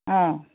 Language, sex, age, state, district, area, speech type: Manipuri, female, 18-30, Manipur, Senapati, rural, conversation